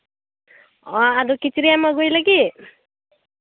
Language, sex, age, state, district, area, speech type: Santali, female, 30-45, West Bengal, Malda, rural, conversation